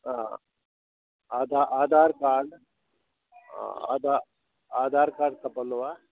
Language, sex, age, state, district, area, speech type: Sindhi, male, 60+, Delhi, South Delhi, urban, conversation